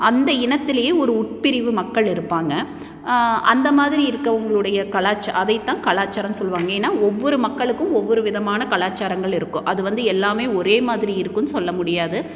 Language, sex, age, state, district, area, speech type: Tamil, female, 30-45, Tamil Nadu, Tiruppur, urban, spontaneous